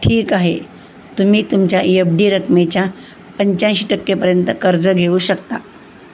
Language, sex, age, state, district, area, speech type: Marathi, female, 60+, Maharashtra, Osmanabad, rural, read